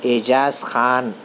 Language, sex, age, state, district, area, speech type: Urdu, male, 45-60, Telangana, Hyderabad, urban, spontaneous